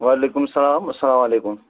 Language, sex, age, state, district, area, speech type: Kashmiri, male, 30-45, Jammu and Kashmir, Bandipora, rural, conversation